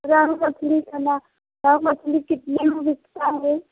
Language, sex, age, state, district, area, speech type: Hindi, female, 18-30, Uttar Pradesh, Prayagraj, rural, conversation